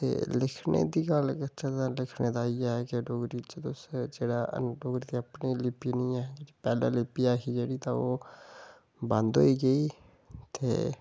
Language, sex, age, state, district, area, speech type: Dogri, male, 30-45, Jammu and Kashmir, Udhampur, rural, spontaneous